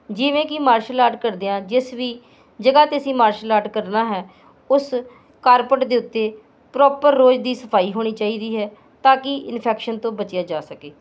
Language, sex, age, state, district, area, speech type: Punjabi, female, 45-60, Punjab, Hoshiarpur, urban, spontaneous